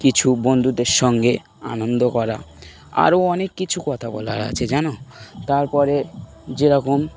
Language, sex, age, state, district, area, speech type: Bengali, male, 18-30, West Bengal, Dakshin Dinajpur, urban, spontaneous